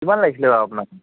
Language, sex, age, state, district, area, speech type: Assamese, male, 45-60, Assam, Nagaon, rural, conversation